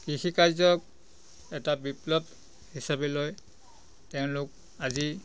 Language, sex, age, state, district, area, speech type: Assamese, male, 45-60, Assam, Biswanath, rural, spontaneous